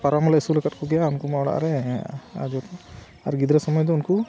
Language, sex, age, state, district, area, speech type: Santali, male, 30-45, Jharkhand, Bokaro, rural, spontaneous